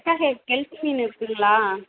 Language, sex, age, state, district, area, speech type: Tamil, female, 30-45, Tamil Nadu, Perambalur, rural, conversation